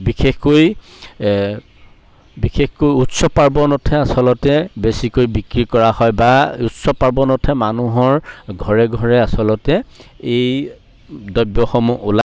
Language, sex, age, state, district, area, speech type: Assamese, male, 45-60, Assam, Charaideo, rural, spontaneous